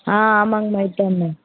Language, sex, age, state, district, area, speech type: Tamil, female, 18-30, Tamil Nadu, Kallakurichi, urban, conversation